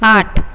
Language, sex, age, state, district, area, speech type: Marathi, female, 30-45, Maharashtra, Buldhana, urban, read